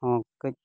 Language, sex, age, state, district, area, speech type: Santali, male, 45-60, Odisha, Mayurbhanj, rural, spontaneous